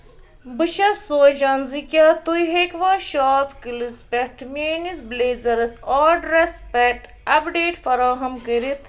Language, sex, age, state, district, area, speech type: Kashmiri, female, 30-45, Jammu and Kashmir, Ganderbal, rural, read